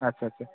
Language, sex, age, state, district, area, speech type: Bengali, male, 18-30, West Bengal, Bankura, urban, conversation